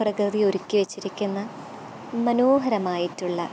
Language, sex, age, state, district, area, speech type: Malayalam, female, 18-30, Kerala, Kottayam, rural, spontaneous